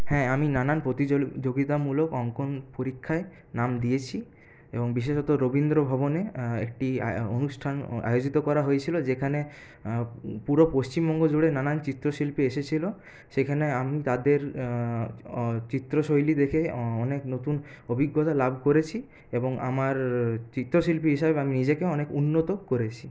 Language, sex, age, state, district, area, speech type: Bengali, male, 30-45, West Bengal, Purulia, urban, spontaneous